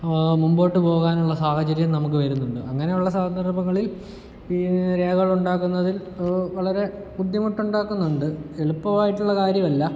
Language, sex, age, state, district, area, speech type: Malayalam, male, 18-30, Kerala, Kottayam, rural, spontaneous